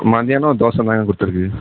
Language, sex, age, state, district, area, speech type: Tamil, male, 30-45, Tamil Nadu, Tiruvarur, rural, conversation